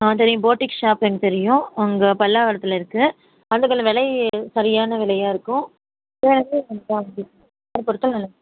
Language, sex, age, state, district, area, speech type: Tamil, female, 45-60, Tamil Nadu, Kanchipuram, urban, conversation